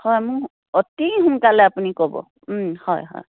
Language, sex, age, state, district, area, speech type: Assamese, female, 45-60, Assam, Dibrugarh, rural, conversation